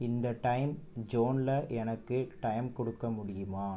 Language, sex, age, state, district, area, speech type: Tamil, male, 18-30, Tamil Nadu, Pudukkottai, rural, read